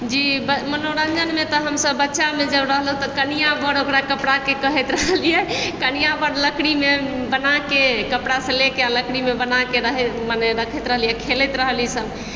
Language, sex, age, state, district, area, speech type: Maithili, female, 60+, Bihar, Supaul, urban, spontaneous